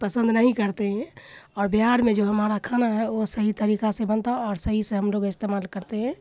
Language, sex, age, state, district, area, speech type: Urdu, female, 60+, Bihar, Khagaria, rural, spontaneous